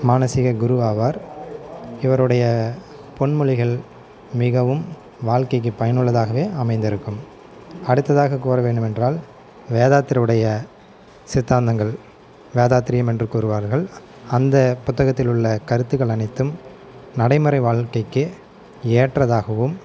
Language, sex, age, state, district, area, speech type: Tamil, male, 30-45, Tamil Nadu, Salem, rural, spontaneous